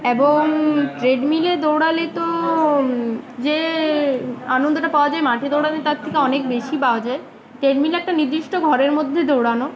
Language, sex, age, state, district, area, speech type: Bengali, female, 18-30, West Bengal, Uttar Dinajpur, urban, spontaneous